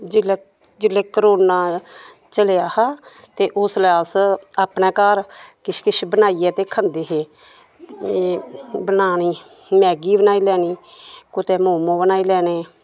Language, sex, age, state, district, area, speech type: Dogri, female, 60+, Jammu and Kashmir, Samba, rural, spontaneous